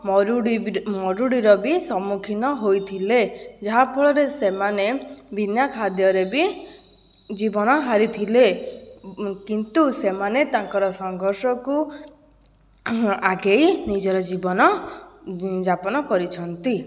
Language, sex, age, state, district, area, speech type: Odia, female, 18-30, Odisha, Jajpur, rural, spontaneous